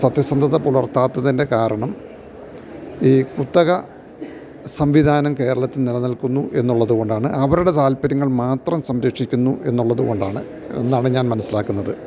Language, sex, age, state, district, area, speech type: Malayalam, male, 60+, Kerala, Idukki, rural, spontaneous